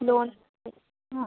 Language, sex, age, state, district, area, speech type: Malayalam, female, 45-60, Kerala, Kozhikode, urban, conversation